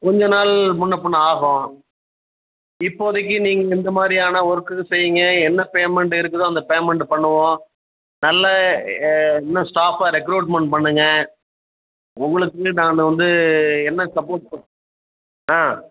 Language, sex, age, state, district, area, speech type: Tamil, male, 45-60, Tamil Nadu, Perambalur, urban, conversation